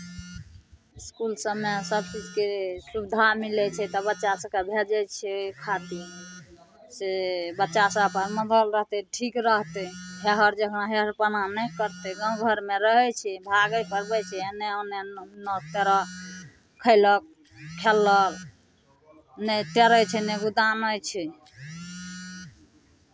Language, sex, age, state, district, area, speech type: Maithili, female, 45-60, Bihar, Madhepura, urban, spontaneous